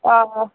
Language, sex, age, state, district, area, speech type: Kashmiri, female, 45-60, Jammu and Kashmir, Ganderbal, rural, conversation